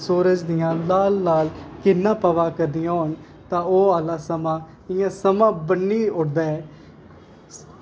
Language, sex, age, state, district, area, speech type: Dogri, male, 18-30, Jammu and Kashmir, Kathua, rural, spontaneous